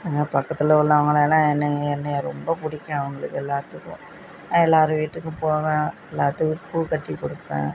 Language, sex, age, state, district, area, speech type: Tamil, female, 45-60, Tamil Nadu, Thanjavur, rural, spontaneous